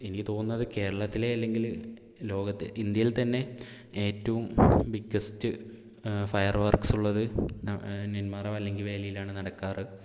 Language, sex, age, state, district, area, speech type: Malayalam, male, 30-45, Kerala, Palakkad, rural, spontaneous